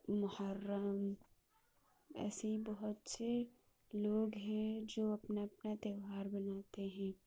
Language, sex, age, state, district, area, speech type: Urdu, female, 60+, Uttar Pradesh, Lucknow, urban, spontaneous